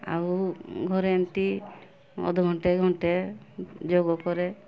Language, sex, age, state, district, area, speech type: Odia, female, 45-60, Odisha, Mayurbhanj, rural, spontaneous